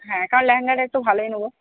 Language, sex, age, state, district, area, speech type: Bengali, female, 30-45, West Bengal, Purba Bardhaman, urban, conversation